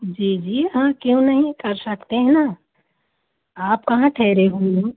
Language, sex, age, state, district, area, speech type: Hindi, female, 30-45, Madhya Pradesh, Seoni, urban, conversation